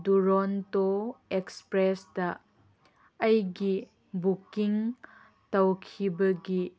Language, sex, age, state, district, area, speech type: Manipuri, female, 18-30, Manipur, Chandel, rural, read